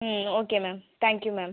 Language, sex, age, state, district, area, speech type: Tamil, female, 18-30, Tamil Nadu, Viluppuram, urban, conversation